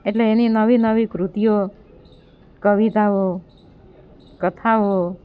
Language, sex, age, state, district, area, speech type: Gujarati, female, 45-60, Gujarat, Amreli, rural, spontaneous